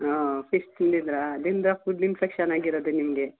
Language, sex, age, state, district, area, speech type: Kannada, female, 45-60, Karnataka, Mysore, urban, conversation